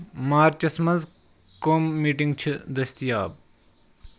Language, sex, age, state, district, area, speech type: Kashmiri, male, 18-30, Jammu and Kashmir, Pulwama, rural, read